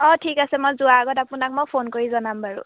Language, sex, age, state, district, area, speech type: Assamese, female, 18-30, Assam, Sivasagar, urban, conversation